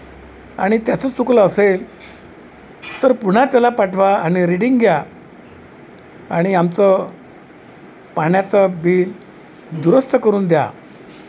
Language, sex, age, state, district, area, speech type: Marathi, male, 60+, Maharashtra, Wardha, urban, spontaneous